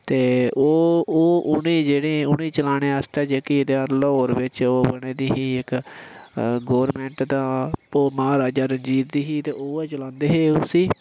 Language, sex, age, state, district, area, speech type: Dogri, male, 30-45, Jammu and Kashmir, Udhampur, rural, spontaneous